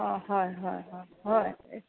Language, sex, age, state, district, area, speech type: Assamese, female, 45-60, Assam, Sonitpur, urban, conversation